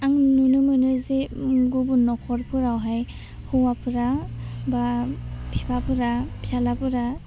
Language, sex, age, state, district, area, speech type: Bodo, female, 18-30, Assam, Udalguri, urban, spontaneous